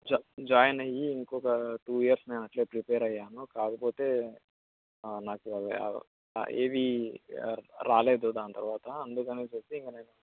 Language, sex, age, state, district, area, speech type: Telugu, male, 30-45, Andhra Pradesh, Anantapur, urban, conversation